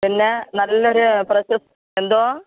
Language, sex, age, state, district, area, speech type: Malayalam, female, 45-60, Kerala, Thiruvananthapuram, urban, conversation